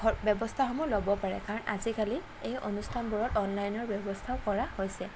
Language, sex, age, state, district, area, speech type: Assamese, female, 18-30, Assam, Kamrup Metropolitan, urban, spontaneous